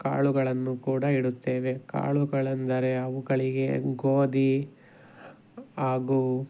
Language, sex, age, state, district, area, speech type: Kannada, male, 18-30, Karnataka, Tumkur, rural, spontaneous